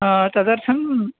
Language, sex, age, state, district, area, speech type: Sanskrit, male, 18-30, Tamil Nadu, Chennai, urban, conversation